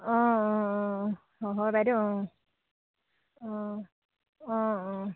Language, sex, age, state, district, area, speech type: Assamese, female, 60+, Assam, Dibrugarh, rural, conversation